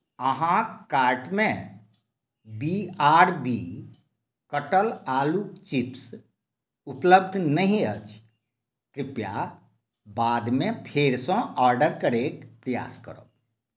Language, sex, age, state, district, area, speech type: Maithili, male, 60+, Bihar, Madhubani, rural, read